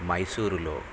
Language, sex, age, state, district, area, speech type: Telugu, male, 45-60, Andhra Pradesh, Nellore, urban, spontaneous